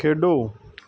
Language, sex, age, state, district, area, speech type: Punjabi, male, 30-45, Punjab, Mohali, rural, read